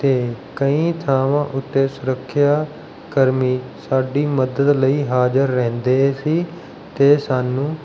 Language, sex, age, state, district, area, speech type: Punjabi, male, 30-45, Punjab, Mohali, rural, spontaneous